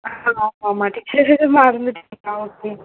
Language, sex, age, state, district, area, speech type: Tamil, female, 18-30, Tamil Nadu, Kanchipuram, urban, conversation